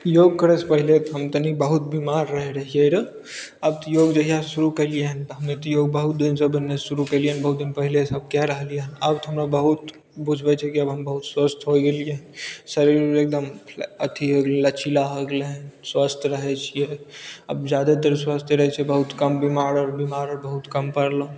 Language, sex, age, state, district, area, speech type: Maithili, male, 18-30, Bihar, Begusarai, rural, spontaneous